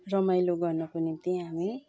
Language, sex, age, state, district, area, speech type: Nepali, female, 30-45, West Bengal, Kalimpong, rural, spontaneous